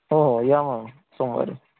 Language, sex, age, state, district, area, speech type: Marathi, male, 30-45, Maharashtra, Akola, rural, conversation